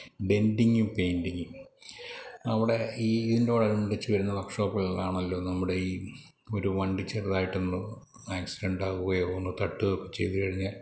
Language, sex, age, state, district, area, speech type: Malayalam, male, 45-60, Kerala, Kottayam, rural, spontaneous